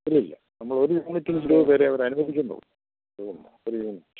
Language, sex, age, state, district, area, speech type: Malayalam, male, 60+, Kerala, Kottayam, urban, conversation